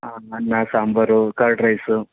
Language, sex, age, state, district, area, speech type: Kannada, male, 30-45, Karnataka, Gadag, urban, conversation